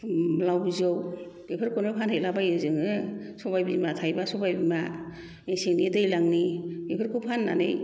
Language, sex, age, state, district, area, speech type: Bodo, female, 60+, Assam, Kokrajhar, rural, spontaneous